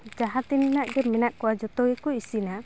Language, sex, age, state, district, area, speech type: Santali, female, 18-30, West Bengal, Purulia, rural, spontaneous